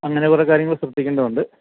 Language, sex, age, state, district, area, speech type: Malayalam, male, 45-60, Kerala, Idukki, rural, conversation